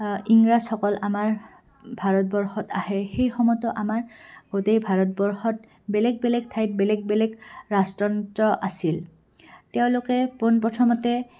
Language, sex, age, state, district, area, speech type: Assamese, female, 18-30, Assam, Goalpara, urban, spontaneous